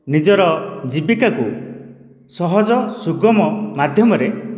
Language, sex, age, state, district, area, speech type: Odia, male, 60+, Odisha, Dhenkanal, rural, spontaneous